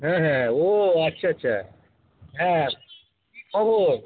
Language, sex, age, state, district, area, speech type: Bengali, male, 60+, West Bengal, North 24 Parganas, urban, conversation